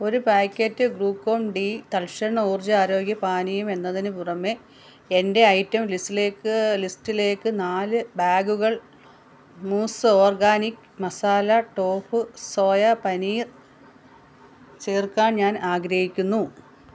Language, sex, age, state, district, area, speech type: Malayalam, female, 45-60, Kerala, Kollam, rural, read